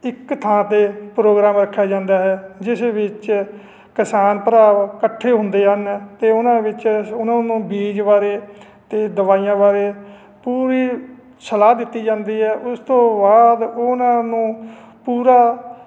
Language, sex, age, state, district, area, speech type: Punjabi, male, 45-60, Punjab, Fatehgarh Sahib, urban, spontaneous